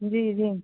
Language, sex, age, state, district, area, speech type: Hindi, female, 30-45, Uttar Pradesh, Azamgarh, rural, conversation